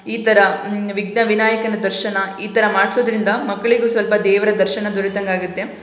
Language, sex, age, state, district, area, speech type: Kannada, female, 18-30, Karnataka, Hassan, urban, spontaneous